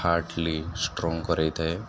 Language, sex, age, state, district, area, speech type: Odia, male, 18-30, Odisha, Sundergarh, urban, spontaneous